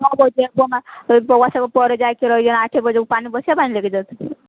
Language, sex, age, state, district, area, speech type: Maithili, female, 18-30, Bihar, Sitamarhi, rural, conversation